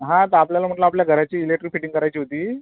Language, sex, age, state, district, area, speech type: Marathi, male, 45-60, Maharashtra, Akola, rural, conversation